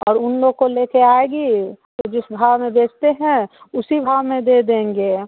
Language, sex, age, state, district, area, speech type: Hindi, female, 30-45, Bihar, Muzaffarpur, rural, conversation